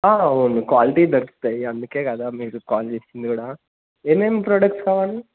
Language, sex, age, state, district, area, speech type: Telugu, male, 18-30, Telangana, Suryapet, urban, conversation